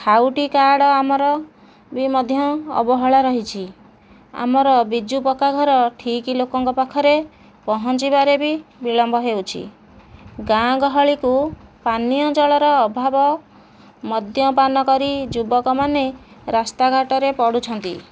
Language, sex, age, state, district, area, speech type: Odia, female, 30-45, Odisha, Nayagarh, rural, spontaneous